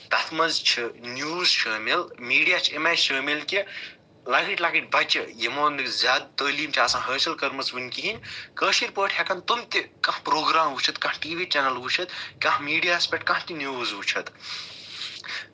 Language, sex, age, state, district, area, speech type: Kashmiri, male, 45-60, Jammu and Kashmir, Budgam, urban, spontaneous